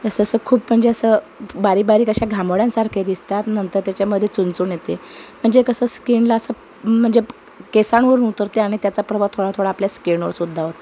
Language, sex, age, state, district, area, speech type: Marathi, female, 30-45, Maharashtra, Amravati, urban, spontaneous